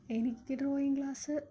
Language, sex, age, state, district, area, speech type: Malayalam, female, 18-30, Kerala, Thiruvananthapuram, urban, spontaneous